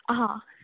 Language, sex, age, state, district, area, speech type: Goan Konkani, female, 18-30, Goa, Murmgao, urban, conversation